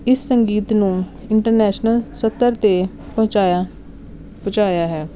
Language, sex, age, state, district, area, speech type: Punjabi, female, 30-45, Punjab, Jalandhar, urban, spontaneous